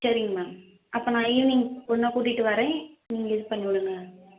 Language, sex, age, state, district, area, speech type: Tamil, female, 18-30, Tamil Nadu, Madurai, rural, conversation